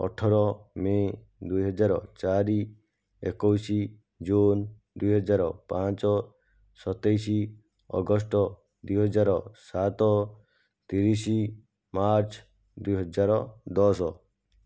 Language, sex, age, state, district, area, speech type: Odia, male, 45-60, Odisha, Jajpur, rural, spontaneous